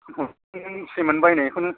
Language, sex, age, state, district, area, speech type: Bodo, male, 60+, Assam, Udalguri, rural, conversation